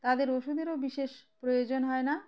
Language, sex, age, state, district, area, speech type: Bengali, female, 30-45, West Bengal, Uttar Dinajpur, urban, spontaneous